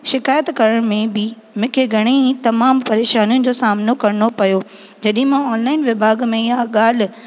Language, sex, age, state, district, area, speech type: Sindhi, female, 18-30, Rajasthan, Ajmer, urban, spontaneous